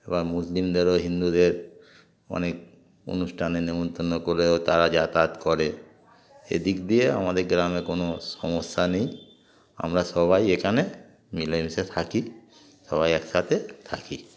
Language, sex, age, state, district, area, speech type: Bengali, male, 60+, West Bengal, Darjeeling, urban, spontaneous